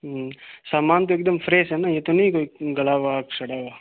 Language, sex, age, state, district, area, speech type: Hindi, male, 18-30, Rajasthan, Ajmer, urban, conversation